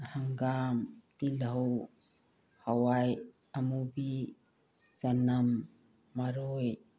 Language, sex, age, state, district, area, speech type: Manipuri, female, 60+, Manipur, Tengnoupal, rural, spontaneous